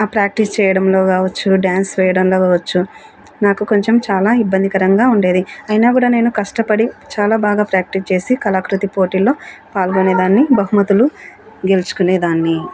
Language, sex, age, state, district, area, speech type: Telugu, female, 30-45, Andhra Pradesh, Kurnool, rural, spontaneous